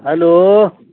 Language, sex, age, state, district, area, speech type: Urdu, male, 60+, Bihar, Supaul, rural, conversation